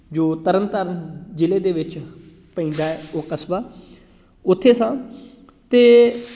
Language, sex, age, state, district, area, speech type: Punjabi, male, 18-30, Punjab, Gurdaspur, rural, spontaneous